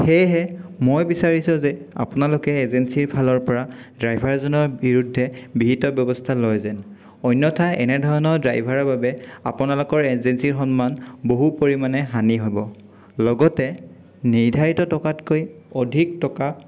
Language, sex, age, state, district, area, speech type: Assamese, male, 18-30, Assam, Sonitpur, rural, spontaneous